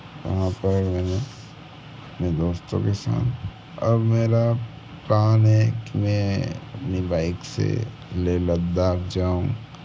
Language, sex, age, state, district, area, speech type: Hindi, male, 18-30, Madhya Pradesh, Bhopal, urban, spontaneous